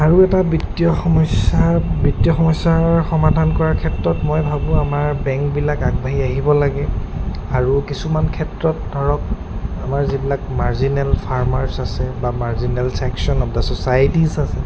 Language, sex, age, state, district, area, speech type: Assamese, male, 30-45, Assam, Goalpara, urban, spontaneous